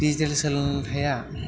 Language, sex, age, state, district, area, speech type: Bodo, male, 18-30, Assam, Chirang, rural, spontaneous